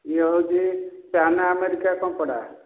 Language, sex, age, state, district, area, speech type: Odia, male, 60+, Odisha, Dhenkanal, rural, conversation